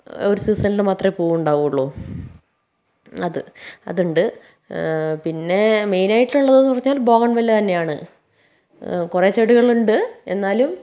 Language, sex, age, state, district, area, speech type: Malayalam, female, 30-45, Kerala, Wayanad, rural, spontaneous